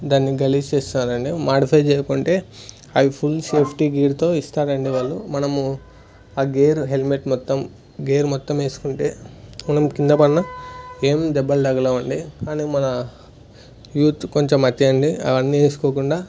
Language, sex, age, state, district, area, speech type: Telugu, male, 18-30, Andhra Pradesh, Sri Satya Sai, urban, spontaneous